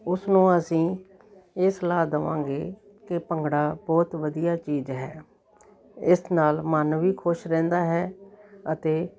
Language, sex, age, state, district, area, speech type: Punjabi, female, 60+, Punjab, Jalandhar, urban, spontaneous